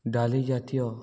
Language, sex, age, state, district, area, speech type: Odia, male, 18-30, Odisha, Balangir, urban, spontaneous